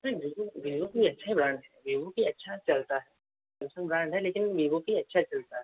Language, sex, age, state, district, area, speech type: Hindi, male, 18-30, Uttar Pradesh, Azamgarh, rural, conversation